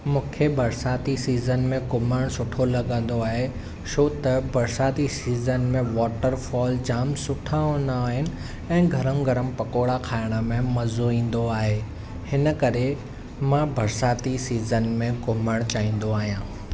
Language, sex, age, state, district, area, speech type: Sindhi, male, 18-30, Maharashtra, Thane, urban, spontaneous